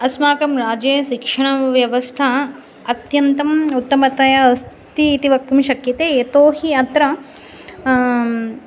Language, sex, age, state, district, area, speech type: Sanskrit, female, 30-45, Andhra Pradesh, Visakhapatnam, urban, spontaneous